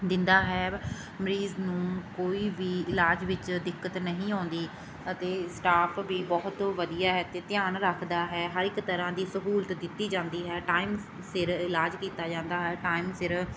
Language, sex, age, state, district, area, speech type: Punjabi, female, 30-45, Punjab, Mansa, rural, spontaneous